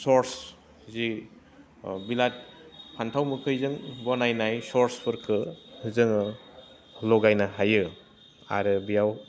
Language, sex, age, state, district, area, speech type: Bodo, male, 30-45, Assam, Udalguri, urban, spontaneous